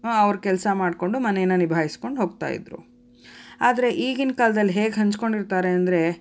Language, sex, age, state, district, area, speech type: Kannada, female, 30-45, Karnataka, Davanagere, urban, spontaneous